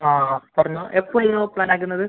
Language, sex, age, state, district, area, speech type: Malayalam, male, 18-30, Kerala, Kasaragod, urban, conversation